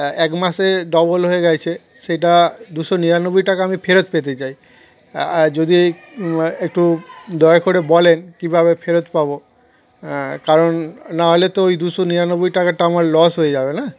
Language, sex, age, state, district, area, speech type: Bengali, male, 30-45, West Bengal, Darjeeling, urban, spontaneous